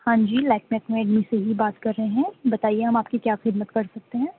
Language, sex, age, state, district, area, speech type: Urdu, female, 18-30, Delhi, East Delhi, urban, conversation